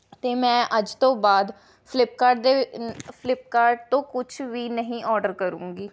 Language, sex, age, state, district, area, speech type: Punjabi, female, 18-30, Punjab, Rupnagar, rural, spontaneous